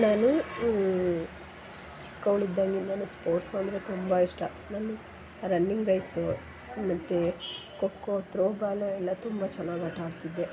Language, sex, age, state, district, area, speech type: Kannada, female, 30-45, Karnataka, Hassan, urban, spontaneous